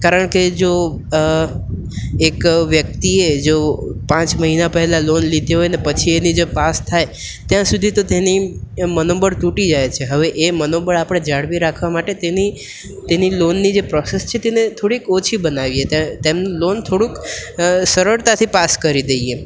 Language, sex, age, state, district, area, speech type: Gujarati, male, 18-30, Gujarat, Valsad, rural, spontaneous